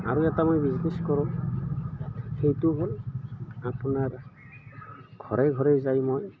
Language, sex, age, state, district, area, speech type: Assamese, male, 60+, Assam, Udalguri, rural, spontaneous